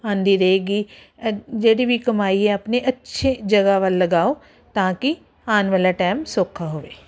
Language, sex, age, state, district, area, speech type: Punjabi, female, 45-60, Punjab, Ludhiana, urban, spontaneous